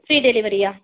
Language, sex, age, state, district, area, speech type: Tamil, female, 30-45, Tamil Nadu, Tiruvarur, rural, conversation